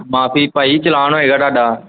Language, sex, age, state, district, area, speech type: Punjabi, male, 18-30, Punjab, Pathankot, rural, conversation